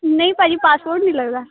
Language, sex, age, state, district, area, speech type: Punjabi, female, 18-30, Punjab, Ludhiana, rural, conversation